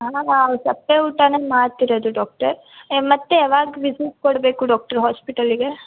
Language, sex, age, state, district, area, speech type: Kannada, female, 18-30, Karnataka, Davanagere, urban, conversation